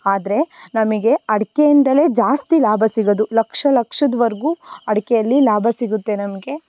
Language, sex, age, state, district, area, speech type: Kannada, female, 18-30, Karnataka, Tumkur, rural, spontaneous